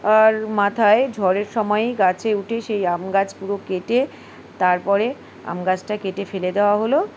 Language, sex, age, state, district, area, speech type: Bengali, female, 45-60, West Bengal, Uttar Dinajpur, urban, spontaneous